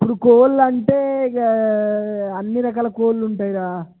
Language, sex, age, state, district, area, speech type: Telugu, male, 18-30, Telangana, Nirmal, rural, conversation